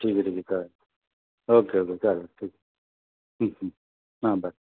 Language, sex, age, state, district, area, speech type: Marathi, male, 45-60, Maharashtra, Thane, rural, conversation